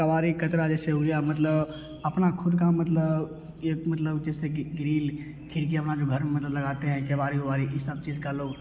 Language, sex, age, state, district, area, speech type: Hindi, male, 18-30, Bihar, Begusarai, urban, spontaneous